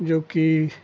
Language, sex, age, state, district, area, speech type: Hindi, male, 45-60, Uttar Pradesh, Hardoi, rural, spontaneous